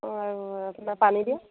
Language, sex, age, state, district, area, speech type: Assamese, female, 30-45, Assam, Sivasagar, rural, conversation